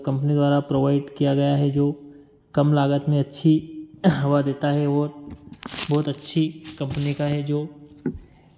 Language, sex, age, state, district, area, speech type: Hindi, male, 30-45, Madhya Pradesh, Ujjain, rural, spontaneous